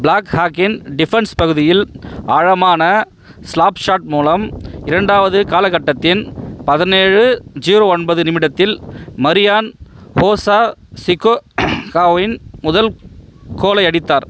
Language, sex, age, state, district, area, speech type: Tamil, male, 30-45, Tamil Nadu, Chengalpattu, rural, read